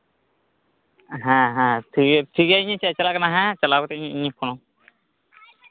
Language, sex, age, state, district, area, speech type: Santali, male, 18-30, West Bengal, Purba Bardhaman, rural, conversation